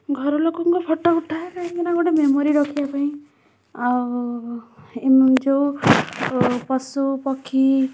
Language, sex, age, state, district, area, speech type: Odia, female, 18-30, Odisha, Bhadrak, rural, spontaneous